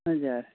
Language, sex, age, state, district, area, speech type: Nepali, female, 45-60, West Bengal, Jalpaiguri, urban, conversation